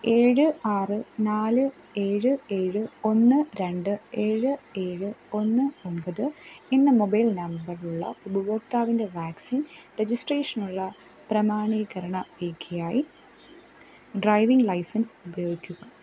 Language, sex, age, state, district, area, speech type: Malayalam, female, 18-30, Kerala, Kollam, rural, read